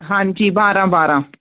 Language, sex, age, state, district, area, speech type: Punjabi, female, 45-60, Punjab, Fazilka, rural, conversation